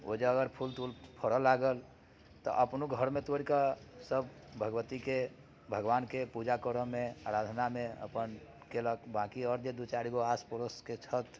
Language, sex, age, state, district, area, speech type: Maithili, male, 45-60, Bihar, Muzaffarpur, urban, spontaneous